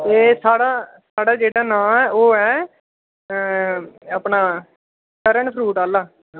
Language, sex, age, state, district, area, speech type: Dogri, male, 18-30, Jammu and Kashmir, Udhampur, rural, conversation